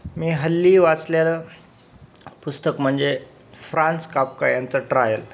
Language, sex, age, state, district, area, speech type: Marathi, male, 30-45, Maharashtra, Nanded, rural, spontaneous